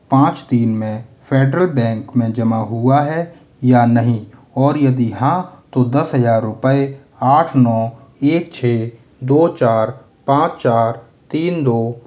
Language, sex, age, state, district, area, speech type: Hindi, male, 30-45, Rajasthan, Jaipur, rural, read